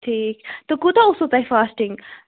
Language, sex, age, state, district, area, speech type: Kashmiri, female, 18-30, Jammu and Kashmir, Kupwara, rural, conversation